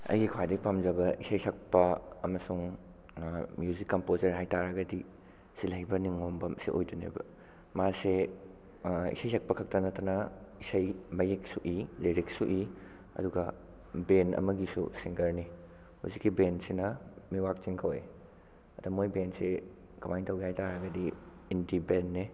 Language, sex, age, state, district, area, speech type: Manipuri, male, 18-30, Manipur, Bishnupur, rural, spontaneous